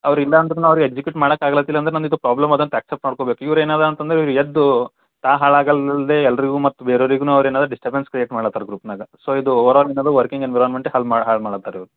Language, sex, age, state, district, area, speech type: Kannada, male, 18-30, Karnataka, Bidar, urban, conversation